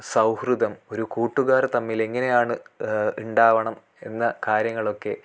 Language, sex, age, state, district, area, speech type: Malayalam, male, 18-30, Kerala, Kasaragod, rural, spontaneous